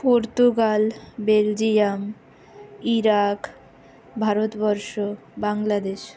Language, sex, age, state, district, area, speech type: Bengali, female, 60+, West Bengal, Purulia, urban, spontaneous